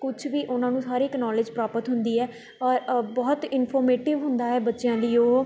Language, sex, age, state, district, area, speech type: Punjabi, female, 18-30, Punjab, Tarn Taran, urban, spontaneous